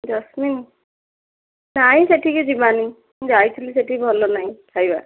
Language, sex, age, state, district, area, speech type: Odia, female, 18-30, Odisha, Dhenkanal, rural, conversation